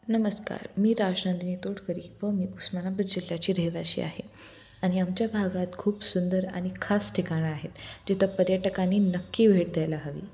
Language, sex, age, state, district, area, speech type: Marathi, female, 18-30, Maharashtra, Osmanabad, rural, spontaneous